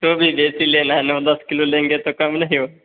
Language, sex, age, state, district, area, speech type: Hindi, male, 18-30, Bihar, Samastipur, rural, conversation